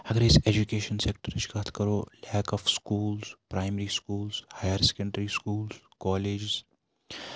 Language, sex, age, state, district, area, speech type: Kashmiri, male, 30-45, Jammu and Kashmir, Srinagar, urban, spontaneous